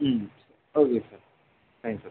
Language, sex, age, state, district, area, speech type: Tamil, male, 18-30, Tamil Nadu, Viluppuram, urban, conversation